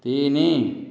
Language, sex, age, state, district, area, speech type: Odia, male, 60+, Odisha, Boudh, rural, read